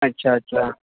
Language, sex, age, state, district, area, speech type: Marathi, male, 30-45, Maharashtra, Thane, urban, conversation